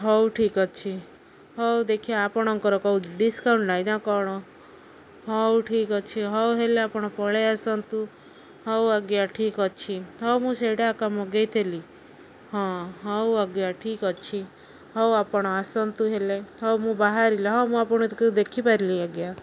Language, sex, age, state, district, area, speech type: Odia, female, 30-45, Odisha, Malkangiri, urban, spontaneous